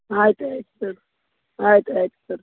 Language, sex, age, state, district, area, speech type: Kannada, female, 30-45, Karnataka, Dakshina Kannada, rural, conversation